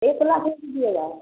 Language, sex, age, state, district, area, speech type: Hindi, female, 30-45, Bihar, Samastipur, rural, conversation